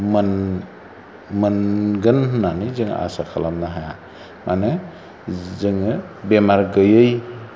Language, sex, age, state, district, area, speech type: Bodo, male, 45-60, Assam, Chirang, rural, spontaneous